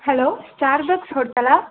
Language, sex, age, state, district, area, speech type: Tamil, male, 45-60, Tamil Nadu, Ariyalur, rural, conversation